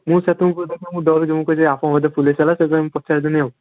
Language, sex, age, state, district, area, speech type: Odia, male, 18-30, Odisha, Balasore, rural, conversation